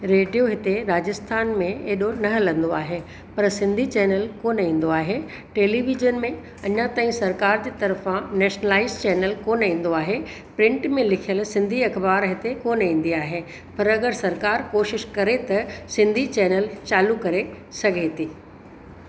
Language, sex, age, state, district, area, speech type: Sindhi, female, 45-60, Rajasthan, Ajmer, urban, spontaneous